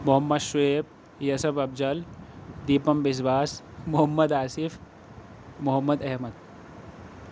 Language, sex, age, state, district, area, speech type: Urdu, male, 30-45, Uttar Pradesh, Aligarh, urban, spontaneous